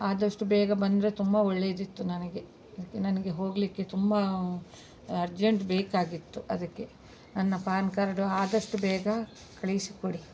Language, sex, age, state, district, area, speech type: Kannada, female, 60+, Karnataka, Udupi, rural, spontaneous